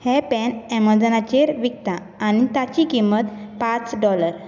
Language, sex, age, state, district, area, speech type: Goan Konkani, female, 18-30, Goa, Bardez, urban, read